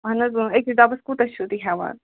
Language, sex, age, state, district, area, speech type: Kashmiri, female, 30-45, Jammu and Kashmir, Ganderbal, rural, conversation